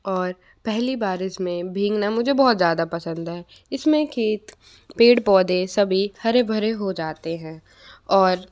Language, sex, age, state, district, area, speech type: Hindi, female, 18-30, Madhya Pradesh, Bhopal, urban, spontaneous